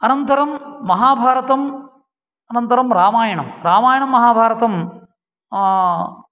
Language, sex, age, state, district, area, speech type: Sanskrit, male, 45-60, Karnataka, Uttara Kannada, rural, spontaneous